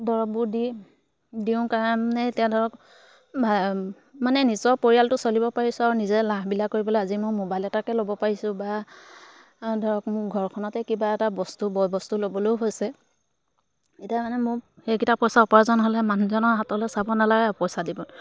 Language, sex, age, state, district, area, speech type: Assamese, female, 30-45, Assam, Charaideo, rural, spontaneous